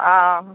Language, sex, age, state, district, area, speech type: Assamese, female, 60+, Assam, Biswanath, rural, conversation